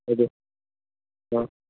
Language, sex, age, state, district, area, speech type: Nepali, male, 45-60, West Bengal, Jalpaiguri, rural, conversation